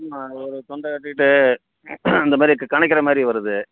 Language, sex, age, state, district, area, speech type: Tamil, male, 60+, Tamil Nadu, Virudhunagar, rural, conversation